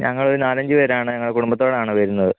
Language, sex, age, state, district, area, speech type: Malayalam, male, 18-30, Kerala, Kottayam, rural, conversation